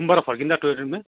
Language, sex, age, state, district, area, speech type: Nepali, male, 30-45, West Bengal, Darjeeling, rural, conversation